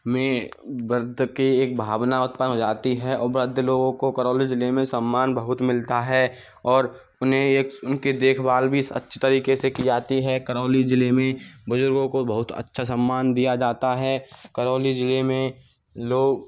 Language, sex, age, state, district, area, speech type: Hindi, male, 30-45, Rajasthan, Karauli, urban, spontaneous